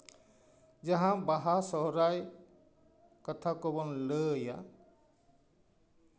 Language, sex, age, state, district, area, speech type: Santali, male, 60+, West Bengal, Paschim Bardhaman, urban, spontaneous